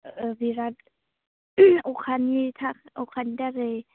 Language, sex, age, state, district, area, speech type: Bodo, female, 18-30, Assam, Udalguri, urban, conversation